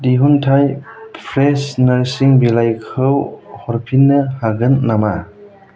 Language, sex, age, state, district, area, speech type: Bodo, male, 18-30, Assam, Kokrajhar, rural, read